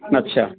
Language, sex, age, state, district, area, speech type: Hindi, male, 60+, Uttar Pradesh, Azamgarh, rural, conversation